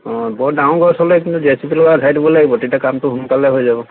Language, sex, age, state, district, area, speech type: Assamese, male, 45-60, Assam, Lakhimpur, rural, conversation